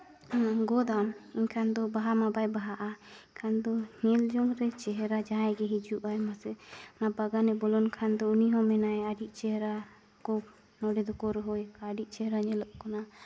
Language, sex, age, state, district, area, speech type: Santali, female, 18-30, Jharkhand, Seraikela Kharsawan, rural, spontaneous